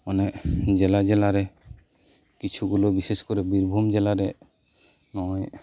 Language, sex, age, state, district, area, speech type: Santali, male, 30-45, West Bengal, Birbhum, rural, spontaneous